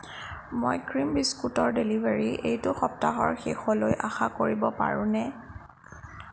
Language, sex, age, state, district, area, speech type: Assamese, female, 30-45, Assam, Sonitpur, rural, read